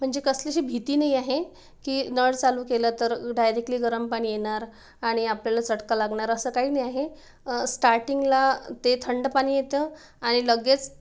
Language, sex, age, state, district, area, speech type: Marathi, female, 30-45, Maharashtra, Wardha, urban, spontaneous